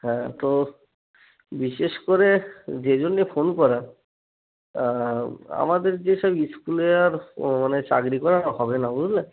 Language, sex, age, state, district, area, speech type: Bengali, male, 30-45, West Bengal, Cooch Behar, urban, conversation